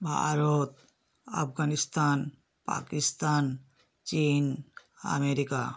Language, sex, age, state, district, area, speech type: Bengali, female, 60+, West Bengal, South 24 Parganas, rural, spontaneous